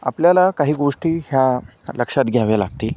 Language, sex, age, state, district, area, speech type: Marathi, male, 45-60, Maharashtra, Nanded, urban, spontaneous